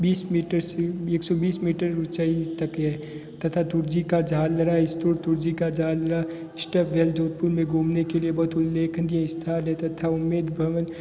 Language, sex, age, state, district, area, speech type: Hindi, male, 18-30, Rajasthan, Jodhpur, urban, spontaneous